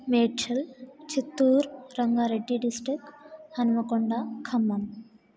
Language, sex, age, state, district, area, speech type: Sanskrit, female, 18-30, Telangana, Hyderabad, urban, spontaneous